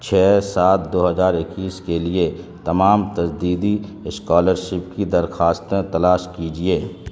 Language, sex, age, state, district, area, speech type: Urdu, male, 30-45, Bihar, Khagaria, rural, read